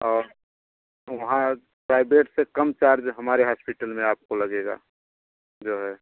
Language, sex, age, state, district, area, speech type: Hindi, male, 30-45, Uttar Pradesh, Bhadohi, rural, conversation